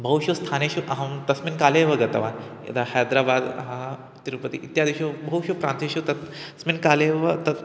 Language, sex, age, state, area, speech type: Sanskrit, male, 18-30, Chhattisgarh, urban, spontaneous